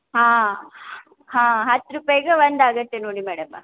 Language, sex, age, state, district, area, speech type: Kannada, female, 18-30, Karnataka, Belgaum, rural, conversation